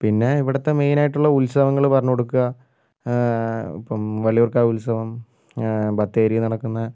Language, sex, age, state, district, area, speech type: Malayalam, male, 45-60, Kerala, Wayanad, rural, spontaneous